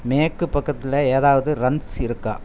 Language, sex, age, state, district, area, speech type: Tamil, male, 60+, Tamil Nadu, Coimbatore, rural, read